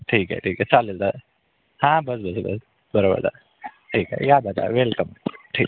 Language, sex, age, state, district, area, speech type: Marathi, male, 30-45, Maharashtra, Amravati, rural, conversation